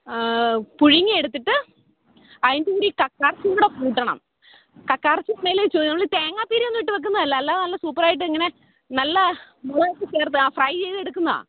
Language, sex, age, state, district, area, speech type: Malayalam, female, 30-45, Kerala, Pathanamthitta, rural, conversation